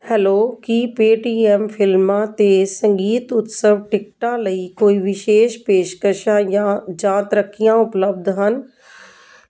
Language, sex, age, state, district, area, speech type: Punjabi, female, 45-60, Punjab, Jalandhar, urban, read